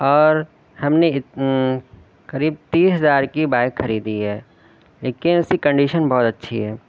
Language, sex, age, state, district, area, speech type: Urdu, male, 30-45, Uttar Pradesh, Shahjahanpur, urban, spontaneous